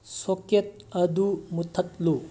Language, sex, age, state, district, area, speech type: Manipuri, male, 18-30, Manipur, Bishnupur, rural, read